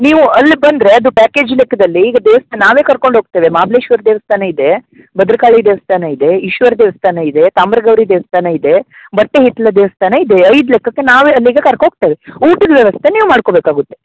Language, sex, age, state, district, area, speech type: Kannada, male, 18-30, Karnataka, Uttara Kannada, rural, conversation